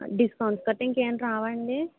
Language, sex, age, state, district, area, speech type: Telugu, female, 45-60, Andhra Pradesh, Kakinada, rural, conversation